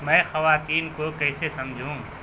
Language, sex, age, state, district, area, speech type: Urdu, male, 30-45, Delhi, South Delhi, urban, read